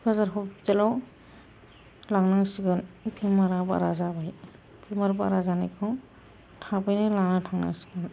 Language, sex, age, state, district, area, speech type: Bodo, female, 45-60, Assam, Kokrajhar, rural, spontaneous